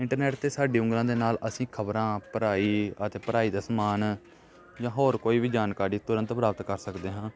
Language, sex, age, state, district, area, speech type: Punjabi, male, 18-30, Punjab, Gurdaspur, rural, spontaneous